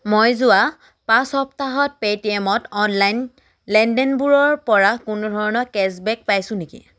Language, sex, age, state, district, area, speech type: Assamese, female, 18-30, Assam, Charaideo, rural, read